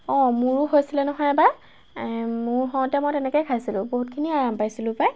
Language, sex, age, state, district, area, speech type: Assamese, female, 18-30, Assam, Golaghat, urban, spontaneous